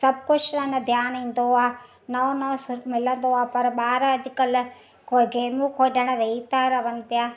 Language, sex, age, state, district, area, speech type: Sindhi, female, 45-60, Gujarat, Ahmedabad, rural, spontaneous